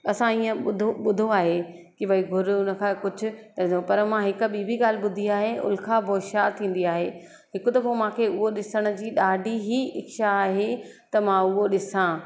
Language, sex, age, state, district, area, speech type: Sindhi, female, 30-45, Madhya Pradesh, Katni, urban, spontaneous